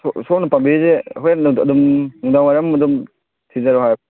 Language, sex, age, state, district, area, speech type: Manipuri, male, 18-30, Manipur, Kangpokpi, urban, conversation